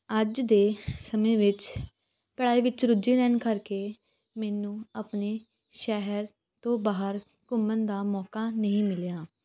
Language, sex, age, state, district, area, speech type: Punjabi, female, 18-30, Punjab, Patiala, urban, spontaneous